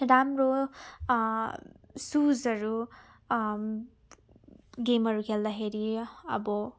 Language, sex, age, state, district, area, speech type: Nepali, female, 18-30, West Bengal, Darjeeling, rural, spontaneous